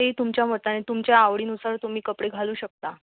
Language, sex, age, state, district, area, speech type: Marathi, female, 18-30, Maharashtra, Thane, rural, conversation